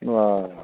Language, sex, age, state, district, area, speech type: Bodo, male, 60+, Assam, Baksa, urban, conversation